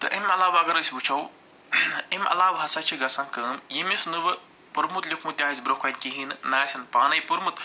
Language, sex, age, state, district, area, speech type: Kashmiri, male, 45-60, Jammu and Kashmir, Budgam, urban, spontaneous